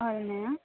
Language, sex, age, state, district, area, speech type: Telugu, female, 18-30, Telangana, Adilabad, urban, conversation